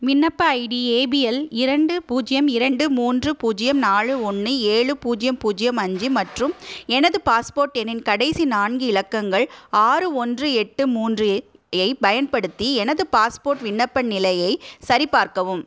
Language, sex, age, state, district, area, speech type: Tamil, female, 30-45, Tamil Nadu, Madurai, urban, read